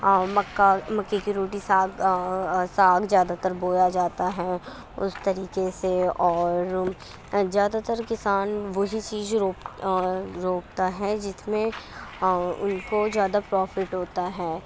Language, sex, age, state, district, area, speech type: Urdu, female, 18-30, Uttar Pradesh, Gautam Buddha Nagar, urban, spontaneous